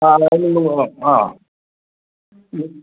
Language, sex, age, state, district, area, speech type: Malayalam, male, 60+, Kerala, Kottayam, rural, conversation